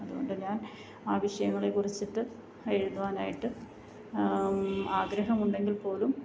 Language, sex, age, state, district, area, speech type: Malayalam, female, 30-45, Kerala, Alappuzha, rural, spontaneous